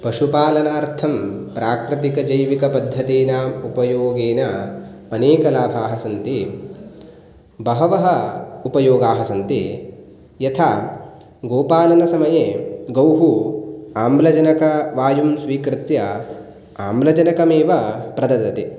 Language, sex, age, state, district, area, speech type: Sanskrit, male, 18-30, Karnataka, Uttara Kannada, rural, spontaneous